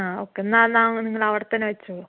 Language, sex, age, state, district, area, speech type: Malayalam, female, 30-45, Kerala, Palakkad, urban, conversation